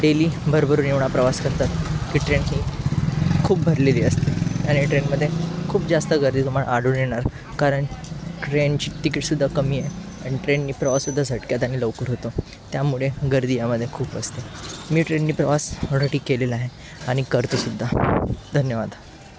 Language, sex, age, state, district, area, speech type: Marathi, male, 18-30, Maharashtra, Thane, urban, spontaneous